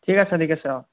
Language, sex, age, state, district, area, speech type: Assamese, male, 18-30, Assam, Golaghat, urban, conversation